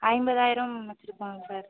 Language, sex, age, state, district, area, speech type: Tamil, female, 18-30, Tamil Nadu, Pudukkottai, rural, conversation